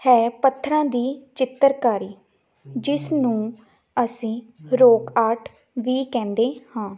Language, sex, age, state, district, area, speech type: Punjabi, female, 18-30, Punjab, Gurdaspur, urban, spontaneous